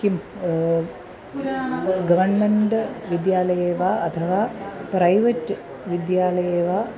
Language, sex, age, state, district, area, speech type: Sanskrit, female, 30-45, Kerala, Ernakulam, urban, spontaneous